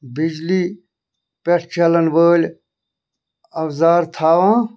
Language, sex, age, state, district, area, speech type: Kashmiri, other, 45-60, Jammu and Kashmir, Bandipora, rural, read